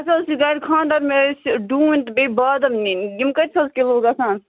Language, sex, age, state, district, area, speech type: Kashmiri, female, 18-30, Jammu and Kashmir, Budgam, rural, conversation